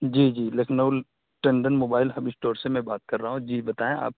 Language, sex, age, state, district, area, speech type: Urdu, male, 18-30, Uttar Pradesh, Saharanpur, urban, conversation